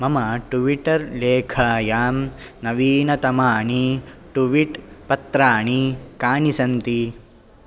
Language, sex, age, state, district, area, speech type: Sanskrit, male, 18-30, Karnataka, Dakshina Kannada, rural, read